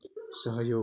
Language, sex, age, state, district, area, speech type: Nepali, male, 18-30, West Bengal, Darjeeling, rural, read